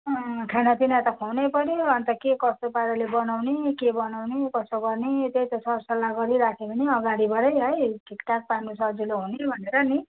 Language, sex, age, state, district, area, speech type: Nepali, female, 30-45, West Bengal, Kalimpong, rural, conversation